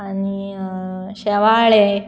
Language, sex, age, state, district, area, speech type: Goan Konkani, female, 18-30, Goa, Murmgao, urban, spontaneous